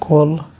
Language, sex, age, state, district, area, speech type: Kashmiri, male, 30-45, Jammu and Kashmir, Shopian, rural, read